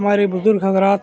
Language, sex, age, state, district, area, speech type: Urdu, male, 18-30, Telangana, Hyderabad, urban, spontaneous